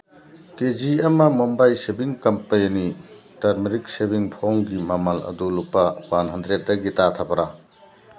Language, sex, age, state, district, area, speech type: Manipuri, male, 60+, Manipur, Churachandpur, urban, read